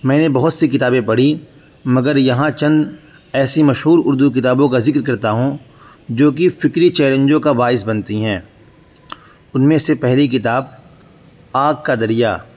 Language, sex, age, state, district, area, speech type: Urdu, male, 18-30, Uttar Pradesh, Saharanpur, urban, spontaneous